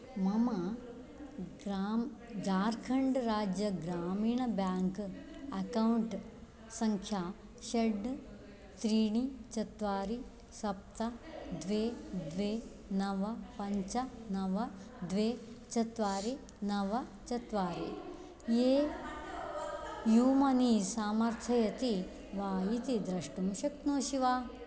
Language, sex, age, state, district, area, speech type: Sanskrit, female, 45-60, Karnataka, Dakshina Kannada, rural, read